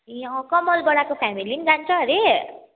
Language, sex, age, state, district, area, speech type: Nepali, female, 18-30, West Bengal, Kalimpong, rural, conversation